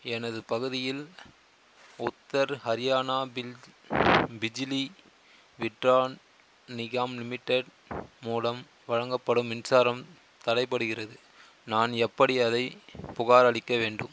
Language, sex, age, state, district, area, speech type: Tamil, male, 30-45, Tamil Nadu, Chengalpattu, rural, read